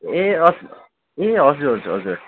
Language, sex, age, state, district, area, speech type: Nepali, male, 18-30, West Bengal, Kalimpong, rural, conversation